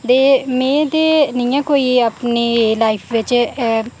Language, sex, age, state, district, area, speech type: Dogri, female, 18-30, Jammu and Kashmir, Reasi, rural, spontaneous